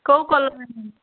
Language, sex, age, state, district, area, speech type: Odia, female, 18-30, Odisha, Boudh, rural, conversation